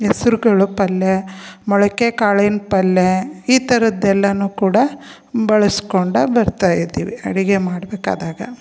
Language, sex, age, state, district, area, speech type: Kannada, female, 45-60, Karnataka, Koppal, rural, spontaneous